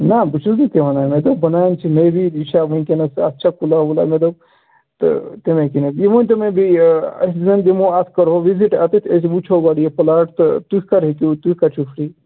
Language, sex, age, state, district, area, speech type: Kashmiri, male, 30-45, Jammu and Kashmir, Ganderbal, rural, conversation